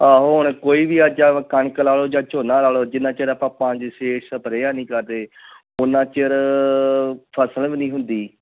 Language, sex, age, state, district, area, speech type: Punjabi, male, 30-45, Punjab, Tarn Taran, rural, conversation